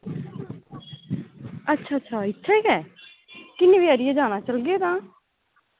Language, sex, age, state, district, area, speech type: Dogri, female, 18-30, Jammu and Kashmir, Samba, urban, conversation